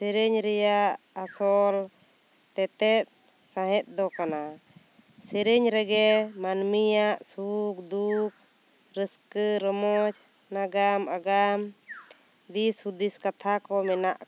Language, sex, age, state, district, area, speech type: Santali, female, 30-45, West Bengal, Bankura, rural, spontaneous